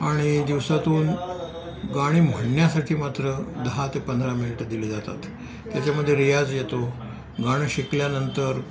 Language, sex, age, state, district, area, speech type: Marathi, male, 60+, Maharashtra, Nashik, urban, spontaneous